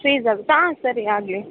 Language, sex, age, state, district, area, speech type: Kannada, female, 18-30, Karnataka, Chitradurga, rural, conversation